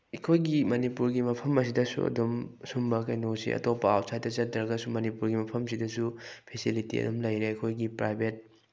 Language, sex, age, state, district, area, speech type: Manipuri, male, 18-30, Manipur, Bishnupur, rural, spontaneous